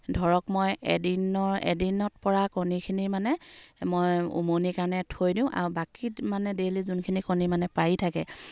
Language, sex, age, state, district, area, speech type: Assamese, female, 30-45, Assam, Charaideo, rural, spontaneous